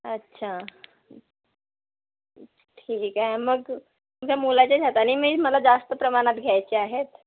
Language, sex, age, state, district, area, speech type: Marathi, female, 60+, Maharashtra, Nagpur, urban, conversation